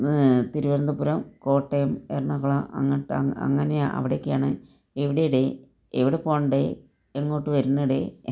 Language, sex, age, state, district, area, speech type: Malayalam, female, 45-60, Kerala, Palakkad, rural, spontaneous